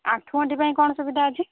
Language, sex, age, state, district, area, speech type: Odia, female, 30-45, Odisha, Kendujhar, urban, conversation